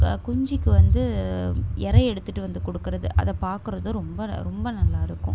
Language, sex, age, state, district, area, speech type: Tamil, female, 18-30, Tamil Nadu, Chennai, urban, spontaneous